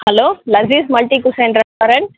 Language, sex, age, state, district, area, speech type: Telugu, female, 60+, Andhra Pradesh, Chittoor, urban, conversation